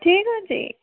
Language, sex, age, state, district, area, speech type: Odia, female, 45-60, Odisha, Bhadrak, rural, conversation